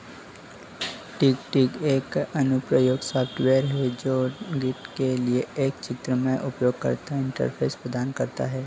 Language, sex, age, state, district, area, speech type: Hindi, male, 30-45, Madhya Pradesh, Harda, urban, read